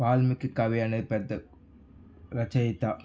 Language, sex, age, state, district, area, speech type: Telugu, male, 18-30, Andhra Pradesh, Sri Balaji, urban, spontaneous